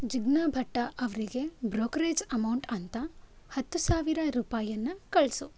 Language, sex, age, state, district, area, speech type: Kannada, female, 18-30, Karnataka, Chitradurga, rural, read